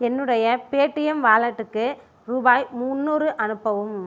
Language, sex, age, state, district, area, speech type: Tamil, female, 18-30, Tamil Nadu, Ariyalur, rural, read